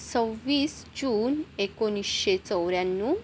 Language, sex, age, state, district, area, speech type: Marathi, female, 18-30, Maharashtra, Akola, urban, spontaneous